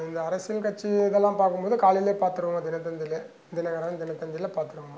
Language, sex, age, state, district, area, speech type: Tamil, male, 60+, Tamil Nadu, Dharmapuri, rural, spontaneous